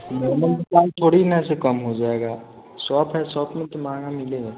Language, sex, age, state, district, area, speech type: Hindi, male, 18-30, Bihar, Vaishali, rural, conversation